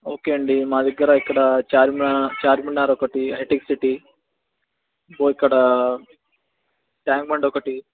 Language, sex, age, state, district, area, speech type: Telugu, male, 18-30, Telangana, Nalgonda, rural, conversation